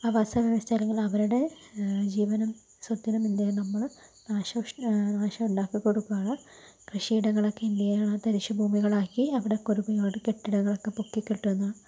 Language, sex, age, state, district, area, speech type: Malayalam, female, 30-45, Kerala, Palakkad, rural, spontaneous